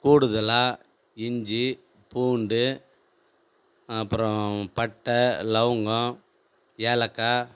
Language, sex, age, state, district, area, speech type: Tamil, male, 45-60, Tamil Nadu, Viluppuram, rural, spontaneous